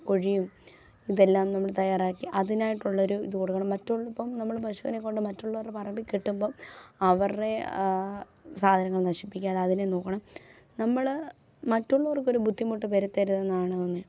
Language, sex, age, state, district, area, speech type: Malayalam, female, 18-30, Kerala, Pathanamthitta, rural, spontaneous